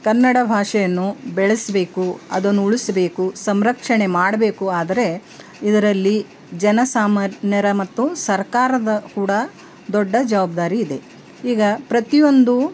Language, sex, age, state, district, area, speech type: Kannada, female, 60+, Karnataka, Bidar, urban, spontaneous